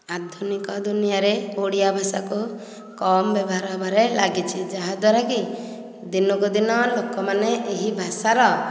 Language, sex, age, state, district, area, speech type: Odia, female, 30-45, Odisha, Nayagarh, rural, spontaneous